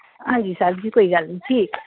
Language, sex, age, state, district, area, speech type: Punjabi, female, 45-60, Punjab, Pathankot, rural, conversation